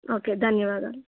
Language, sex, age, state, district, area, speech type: Telugu, female, 18-30, Andhra Pradesh, Annamaya, rural, conversation